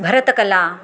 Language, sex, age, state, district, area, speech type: Sanskrit, female, 45-60, Maharashtra, Nagpur, urban, spontaneous